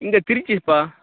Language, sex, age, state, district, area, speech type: Tamil, male, 30-45, Tamil Nadu, Tiruchirappalli, rural, conversation